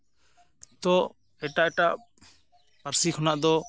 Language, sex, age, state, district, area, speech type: Santali, male, 30-45, West Bengal, Jhargram, rural, spontaneous